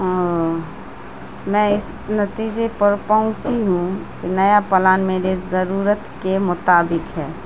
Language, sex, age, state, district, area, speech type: Urdu, female, 30-45, Bihar, Madhubani, rural, spontaneous